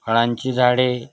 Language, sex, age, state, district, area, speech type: Marathi, male, 45-60, Maharashtra, Osmanabad, rural, spontaneous